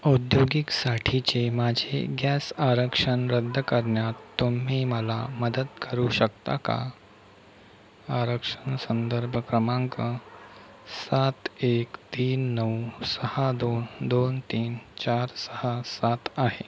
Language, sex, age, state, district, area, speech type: Marathi, male, 30-45, Maharashtra, Amravati, urban, read